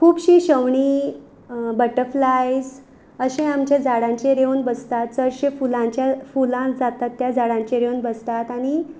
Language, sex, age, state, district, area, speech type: Goan Konkani, female, 30-45, Goa, Quepem, rural, spontaneous